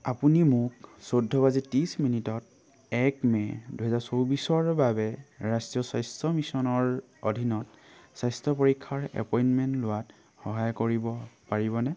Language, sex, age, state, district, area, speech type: Assamese, male, 18-30, Assam, Dhemaji, rural, read